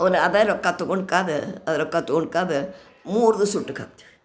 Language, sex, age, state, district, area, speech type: Kannada, female, 60+, Karnataka, Gadag, rural, spontaneous